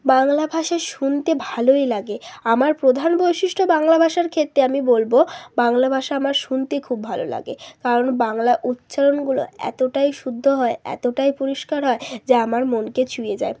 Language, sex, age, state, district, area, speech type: Bengali, female, 30-45, West Bengal, Hooghly, urban, spontaneous